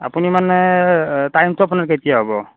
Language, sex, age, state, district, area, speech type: Assamese, male, 45-60, Assam, Morigaon, rural, conversation